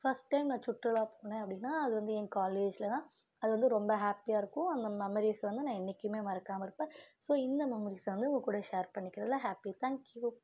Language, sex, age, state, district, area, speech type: Tamil, female, 18-30, Tamil Nadu, Dharmapuri, rural, spontaneous